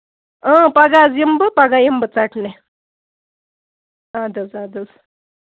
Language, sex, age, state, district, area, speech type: Kashmiri, female, 30-45, Jammu and Kashmir, Baramulla, rural, conversation